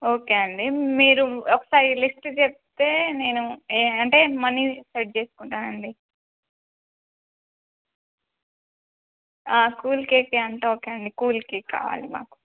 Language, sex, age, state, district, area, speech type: Telugu, female, 18-30, Telangana, Adilabad, rural, conversation